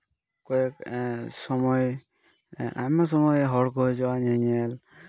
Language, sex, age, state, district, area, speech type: Santali, male, 18-30, West Bengal, Malda, rural, spontaneous